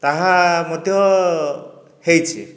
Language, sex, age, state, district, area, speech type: Odia, male, 45-60, Odisha, Dhenkanal, rural, spontaneous